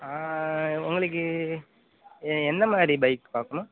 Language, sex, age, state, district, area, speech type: Tamil, male, 18-30, Tamil Nadu, Pudukkottai, rural, conversation